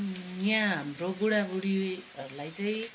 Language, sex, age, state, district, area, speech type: Nepali, female, 45-60, West Bengal, Kalimpong, rural, spontaneous